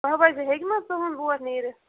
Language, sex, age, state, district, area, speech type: Kashmiri, female, 18-30, Jammu and Kashmir, Bandipora, rural, conversation